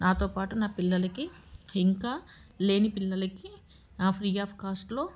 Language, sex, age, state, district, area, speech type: Telugu, female, 30-45, Telangana, Medchal, urban, spontaneous